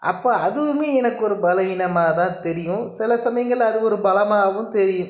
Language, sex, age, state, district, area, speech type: Tamil, male, 60+, Tamil Nadu, Pudukkottai, rural, spontaneous